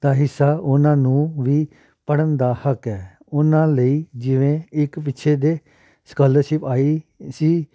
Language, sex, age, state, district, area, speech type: Punjabi, male, 30-45, Punjab, Amritsar, urban, spontaneous